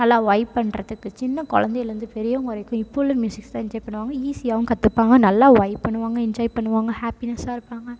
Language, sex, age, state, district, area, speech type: Tamil, female, 18-30, Tamil Nadu, Tiruchirappalli, rural, spontaneous